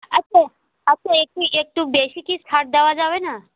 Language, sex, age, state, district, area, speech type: Bengali, female, 45-60, West Bengal, North 24 Parganas, rural, conversation